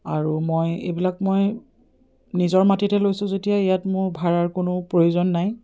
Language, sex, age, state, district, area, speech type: Assamese, female, 45-60, Assam, Dibrugarh, rural, spontaneous